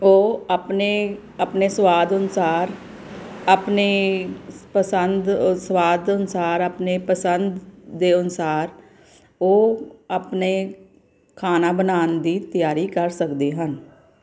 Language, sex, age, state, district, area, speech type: Punjabi, female, 45-60, Punjab, Gurdaspur, urban, spontaneous